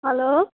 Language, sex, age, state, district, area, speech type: Nepali, female, 18-30, West Bengal, Darjeeling, rural, conversation